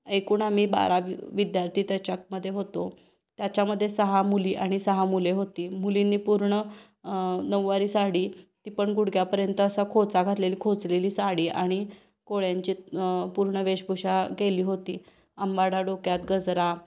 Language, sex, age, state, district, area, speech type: Marathi, female, 30-45, Maharashtra, Kolhapur, urban, spontaneous